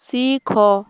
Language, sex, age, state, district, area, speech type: Odia, female, 18-30, Odisha, Balangir, urban, read